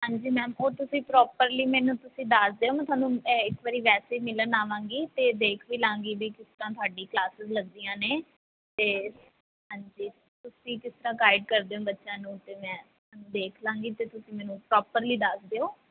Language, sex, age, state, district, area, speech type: Punjabi, female, 18-30, Punjab, Fazilka, rural, conversation